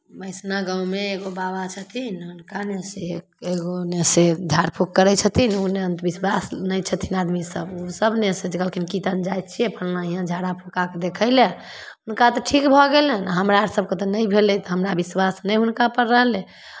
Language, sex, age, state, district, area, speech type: Maithili, female, 30-45, Bihar, Samastipur, rural, spontaneous